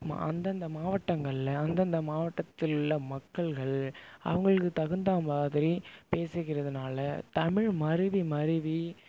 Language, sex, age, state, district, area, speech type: Tamil, male, 18-30, Tamil Nadu, Tiruvarur, rural, spontaneous